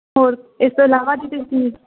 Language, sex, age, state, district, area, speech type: Punjabi, female, 18-30, Punjab, Tarn Taran, rural, conversation